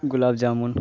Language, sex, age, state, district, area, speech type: Urdu, male, 18-30, Uttar Pradesh, Balrampur, rural, spontaneous